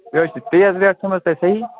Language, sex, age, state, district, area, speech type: Kashmiri, male, 30-45, Jammu and Kashmir, Bandipora, rural, conversation